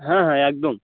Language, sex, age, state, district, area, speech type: Bengali, male, 18-30, West Bengal, Birbhum, urban, conversation